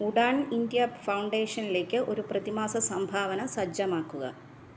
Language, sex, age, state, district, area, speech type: Malayalam, female, 30-45, Kerala, Thiruvananthapuram, rural, read